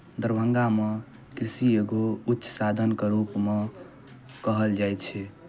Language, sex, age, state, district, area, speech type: Maithili, male, 18-30, Bihar, Darbhanga, rural, spontaneous